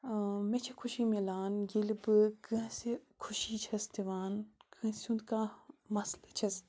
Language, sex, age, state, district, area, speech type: Kashmiri, female, 30-45, Jammu and Kashmir, Bandipora, rural, spontaneous